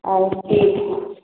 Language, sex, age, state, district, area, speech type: Maithili, female, 18-30, Bihar, Araria, rural, conversation